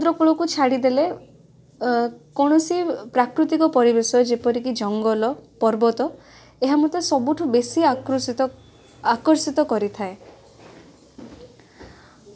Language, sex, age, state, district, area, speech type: Odia, female, 18-30, Odisha, Cuttack, urban, spontaneous